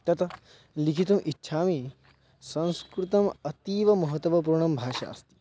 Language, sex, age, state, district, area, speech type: Sanskrit, male, 18-30, Maharashtra, Buldhana, urban, spontaneous